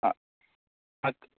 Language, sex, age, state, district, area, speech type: Tamil, male, 30-45, Tamil Nadu, Cuddalore, rural, conversation